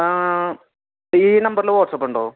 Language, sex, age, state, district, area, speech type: Malayalam, male, 18-30, Kerala, Thrissur, rural, conversation